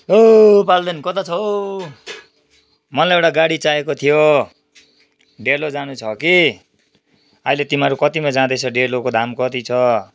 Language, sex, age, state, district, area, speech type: Nepali, male, 45-60, West Bengal, Kalimpong, rural, spontaneous